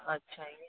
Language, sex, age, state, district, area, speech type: Sindhi, female, 60+, Gujarat, Surat, urban, conversation